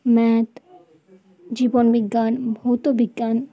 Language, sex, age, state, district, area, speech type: Bengali, female, 18-30, West Bengal, Uttar Dinajpur, urban, spontaneous